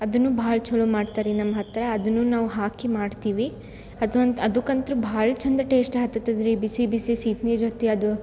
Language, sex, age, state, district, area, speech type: Kannada, female, 18-30, Karnataka, Gulbarga, urban, spontaneous